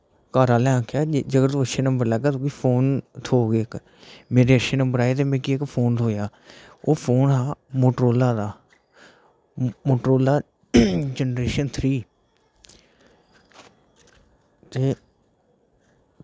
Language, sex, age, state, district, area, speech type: Dogri, male, 30-45, Jammu and Kashmir, Udhampur, urban, spontaneous